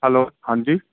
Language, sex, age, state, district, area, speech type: Urdu, male, 30-45, Delhi, Central Delhi, urban, conversation